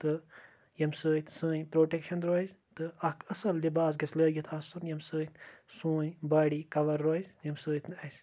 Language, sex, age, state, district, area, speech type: Kashmiri, male, 18-30, Jammu and Kashmir, Kupwara, rural, spontaneous